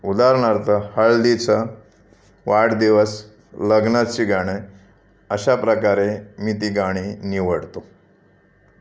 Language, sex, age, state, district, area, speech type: Marathi, male, 45-60, Maharashtra, Raigad, rural, spontaneous